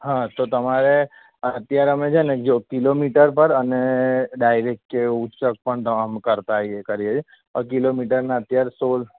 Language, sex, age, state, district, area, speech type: Gujarati, male, 30-45, Gujarat, Kheda, rural, conversation